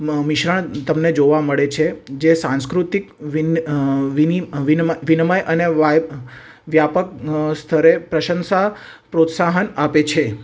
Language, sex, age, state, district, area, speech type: Gujarati, male, 18-30, Gujarat, Ahmedabad, urban, spontaneous